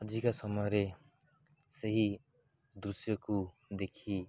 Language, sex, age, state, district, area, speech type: Odia, male, 18-30, Odisha, Nabarangpur, urban, spontaneous